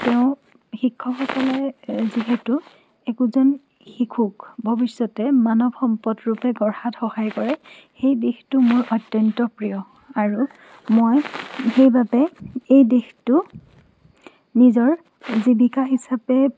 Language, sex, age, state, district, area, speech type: Assamese, female, 18-30, Assam, Dhemaji, rural, spontaneous